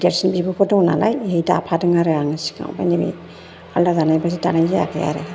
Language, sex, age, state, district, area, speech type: Bodo, female, 30-45, Assam, Chirang, urban, spontaneous